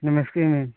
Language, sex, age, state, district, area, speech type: Hindi, male, 45-60, Uttar Pradesh, Prayagraj, rural, conversation